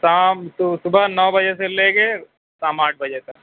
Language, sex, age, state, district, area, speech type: Urdu, male, 30-45, Uttar Pradesh, Mau, urban, conversation